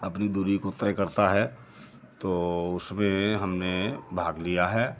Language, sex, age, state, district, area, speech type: Hindi, male, 60+, Uttar Pradesh, Lucknow, rural, spontaneous